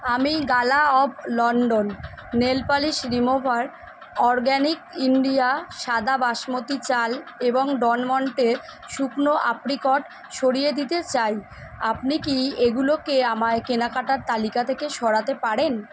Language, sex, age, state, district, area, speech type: Bengali, female, 30-45, West Bengal, Kolkata, urban, read